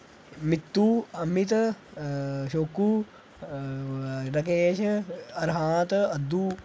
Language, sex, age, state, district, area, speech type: Dogri, male, 18-30, Jammu and Kashmir, Samba, rural, spontaneous